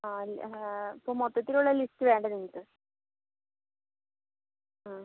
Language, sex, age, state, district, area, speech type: Malayalam, other, 18-30, Kerala, Kozhikode, urban, conversation